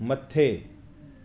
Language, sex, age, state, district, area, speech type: Sindhi, male, 45-60, Delhi, South Delhi, urban, read